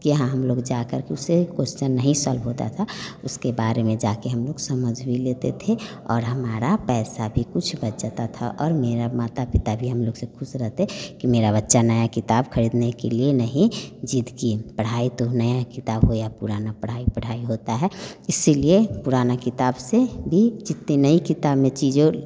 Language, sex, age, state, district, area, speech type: Hindi, female, 30-45, Bihar, Vaishali, urban, spontaneous